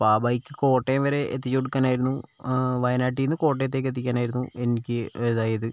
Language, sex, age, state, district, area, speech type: Malayalam, male, 18-30, Kerala, Wayanad, rural, spontaneous